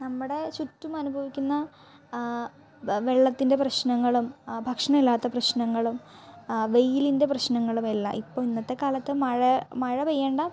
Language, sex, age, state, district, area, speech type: Malayalam, female, 18-30, Kerala, Kottayam, rural, spontaneous